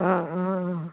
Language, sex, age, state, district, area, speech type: Assamese, female, 30-45, Assam, Udalguri, rural, conversation